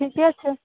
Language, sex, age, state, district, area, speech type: Maithili, female, 18-30, Bihar, Begusarai, rural, conversation